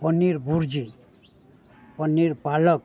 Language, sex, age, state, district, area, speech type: Gujarati, male, 60+, Gujarat, Rajkot, urban, spontaneous